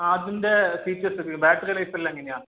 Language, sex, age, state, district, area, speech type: Malayalam, male, 18-30, Kerala, Kannur, rural, conversation